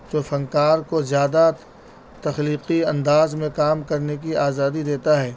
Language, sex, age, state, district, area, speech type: Urdu, male, 30-45, Delhi, North East Delhi, urban, spontaneous